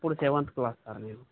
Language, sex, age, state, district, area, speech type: Telugu, male, 30-45, Andhra Pradesh, Visakhapatnam, rural, conversation